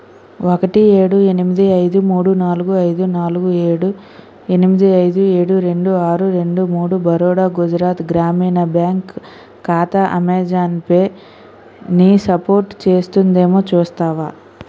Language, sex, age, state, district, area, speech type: Telugu, female, 60+, Andhra Pradesh, Vizianagaram, rural, read